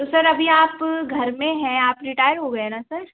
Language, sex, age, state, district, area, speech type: Hindi, female, 18-30, Madhya Pradesh, Gwalior, urban, conversation